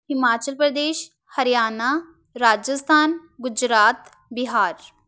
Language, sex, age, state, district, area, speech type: Punjabi, female, 18-30, Punjab, Tarn Taran, rural, spontaneous